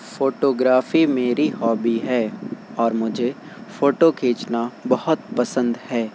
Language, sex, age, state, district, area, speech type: Urdu, male, 18-30, Uttar Pradesh, Shahjahanpur, rural, spontaneous